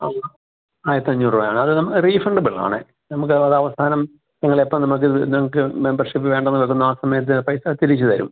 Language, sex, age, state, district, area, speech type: Malayalam, male, 60+, Kerala, Kottayam, rural, conversation